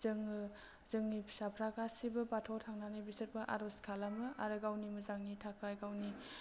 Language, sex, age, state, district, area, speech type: Bodo, female, 30-45, Assam, Chirang, urban, spontaneous